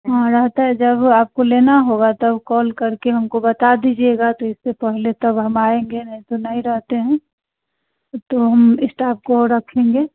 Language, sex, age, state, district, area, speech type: Hindi, female, 45-60, Bihar, Muzaffarpur, rural, conversation